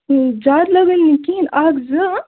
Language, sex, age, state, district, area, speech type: Kashmiri, female, 30-45, Jammu and Kashmir, Bandipora, urban, conversation